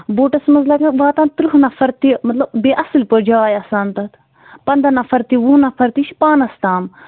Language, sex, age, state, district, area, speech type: Kashmiri, female, 30-45, Jammu and Kashmir, Bandipora, rural, conversation